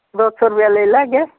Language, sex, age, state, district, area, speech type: Dogri, female, 60+, Jammu and Kashmir, Samba, urban, conversation